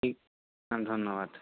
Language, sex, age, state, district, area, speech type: Bengali, male, 60+, West Bengal, Purba Medinipur, rural, conversation